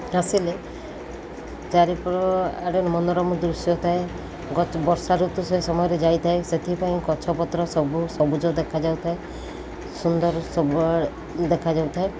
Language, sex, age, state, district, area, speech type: Odia, female, 30-45, Odisha, Sundergarh, urban, spontaneous